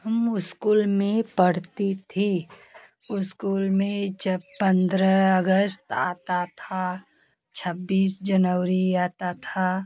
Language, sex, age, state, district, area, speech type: Hindi, female, 30-45, Uttar Pradesh, Jaunpur, rural, spontaneous